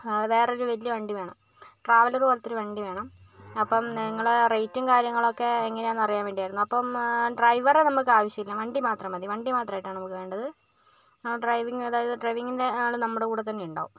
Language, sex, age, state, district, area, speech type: Malayalam, female, 30-45, Kerala, Kozhikode, urban, spontaneous